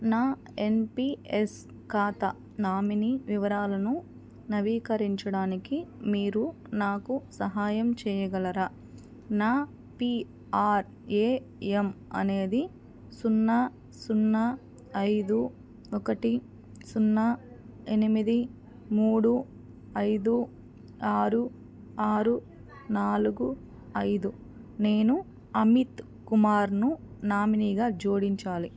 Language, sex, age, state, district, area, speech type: Telugu, female, 18-30, Andhra Pradesh, Eluru, urban, read